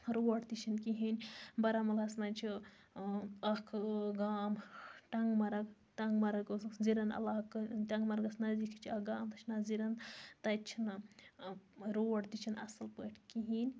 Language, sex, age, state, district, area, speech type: Kashmiri, female, 60+, Jammu and Kashmir, Baramulla, rural, spontaneous